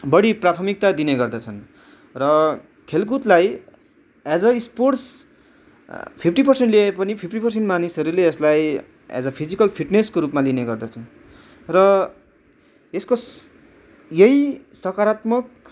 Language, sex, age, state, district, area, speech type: Nepali, male, 18-30, West Bengal, Darjeeling, rural, spontaneous